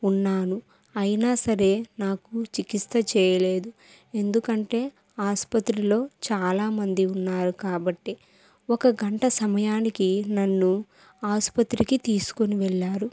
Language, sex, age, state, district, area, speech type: Telugu, female, 18-30, Andhra Pradesh, Kadapa, rural, spontaneous